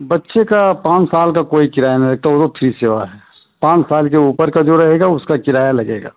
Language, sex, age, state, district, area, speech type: Hindi, male, 60+, Uttar Pradesh, Ayodhya, rural, conversation